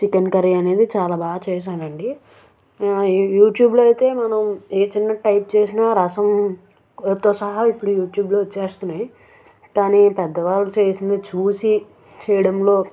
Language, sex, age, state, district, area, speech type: Telugu, female, 18-30, Andhra Pradesh, Anakapalli, urban, spontaneous